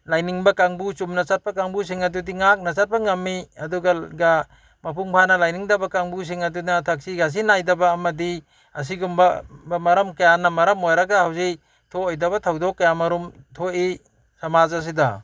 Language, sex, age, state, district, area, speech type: Manipuri, male, 60+, Manipur, Bishnupur, rural, spontaneous